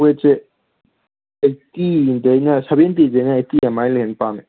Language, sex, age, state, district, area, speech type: Manipuri, male, 18-30, Manipur, Kangpokpi, urban, conversation